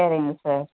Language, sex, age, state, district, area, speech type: Tamil, male, 30-45, Tamil Nadu, Tenkasi, rural, conversation